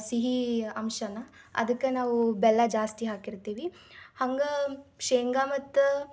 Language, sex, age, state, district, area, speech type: Kannada, female, 18-30, Karnataka, Dharwad, rural, spontaneous